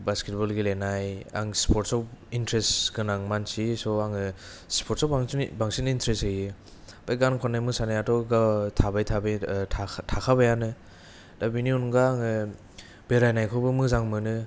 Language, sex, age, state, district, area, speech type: Bodo, male, 18-30, Assam, Kokrajhar, urban, spontaneous